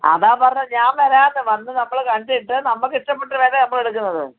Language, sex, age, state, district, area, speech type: Malayalam, female, 45-60, Kerala, Kollam, rural, conversation